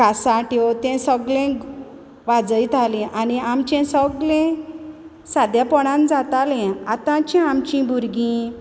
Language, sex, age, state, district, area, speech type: Goan Konkani, female, 30-45, Goa, Quepem, rural, spontaneous